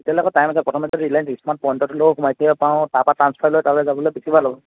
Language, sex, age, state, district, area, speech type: Assamese, male, 18-30, Assam, Lakhimpur, urban, conversation